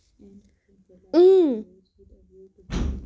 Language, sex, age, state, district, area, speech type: Kashmiri, female, 18-30, Jammu and Kashmir, Baramulla, rural, read